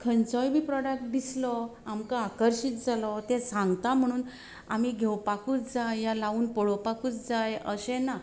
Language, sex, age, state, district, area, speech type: Goan Konkani, female, 30-45, Goa, Quepem, rural, spontaneous